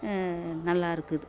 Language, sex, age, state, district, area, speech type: Tamil, female, 60+, Tamil Nadu, Kallakurichi, rural, spontaneous